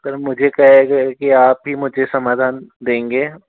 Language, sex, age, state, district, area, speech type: Hindi, male, 60+, Rajasthan, Jaipur, urban, conversation